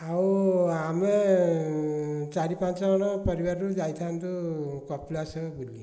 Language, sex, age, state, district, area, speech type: Odia, male, 45-60, Odisha, Dhenkanal, rural, spontaneous